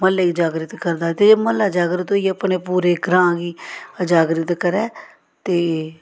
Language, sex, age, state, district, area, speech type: Dogri, female, 45-60, Jammu and Kashmir, Samba, rural, spontaneous